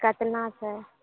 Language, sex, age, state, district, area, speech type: Maithili, female, 18-30, Bihar, Saharsa, rural, conversation